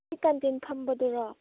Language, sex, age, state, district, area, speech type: Manipuri, female, 18-30, Manipur, Churachandpur, rural, conversation